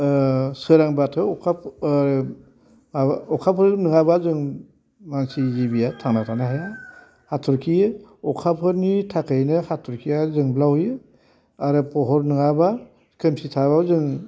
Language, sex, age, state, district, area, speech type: Bodo, male, 60+, Assam, Baksa, rural, spontaneous